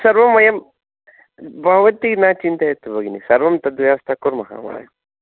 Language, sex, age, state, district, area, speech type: Sanskrit, male, 30-45, Karnataka, Chikkamagaluru, urban, conversation